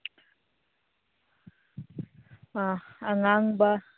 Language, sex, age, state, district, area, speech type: Manipuri, female, 18-30, Manipur, Senapati, rural, conversation